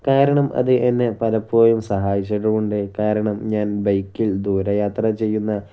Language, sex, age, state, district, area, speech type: Malayalam, male, 18-30, Kerala, Kozhikode, rural, spontaneous